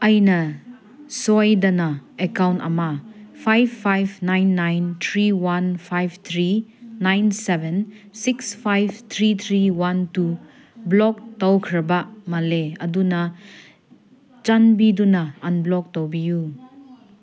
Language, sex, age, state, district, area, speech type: Manipuri, female, 30-45, Manipur, Senapati, urban, read